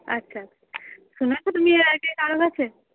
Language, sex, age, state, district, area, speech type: Bengali, female, 30-45, West Bengal, Cooch Behar, urban, conversation